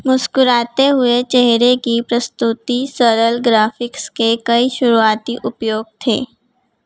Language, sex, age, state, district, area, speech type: Hindi, female, 18-30, Madhya Pradesh, Harda, urban, read